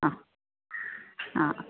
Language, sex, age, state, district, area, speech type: Malayalam, female, 45-60, Kerala, Pathanamthitta, rural, conversation